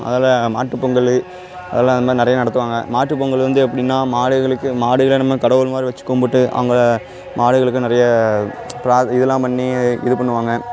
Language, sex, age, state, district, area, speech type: Tamil, male, 18-30, Tamil Nadu, Thoothukudi, rural, spontaneous